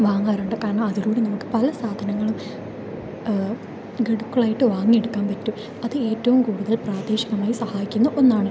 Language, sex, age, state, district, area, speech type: Malayalam, female, 18-30, Kerala, Kozhikode, rural, spontaneous